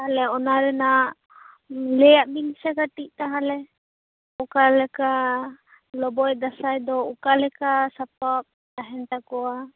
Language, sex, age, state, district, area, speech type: Santali, female, 18-30, West Bengal, Bankura, rural, conversation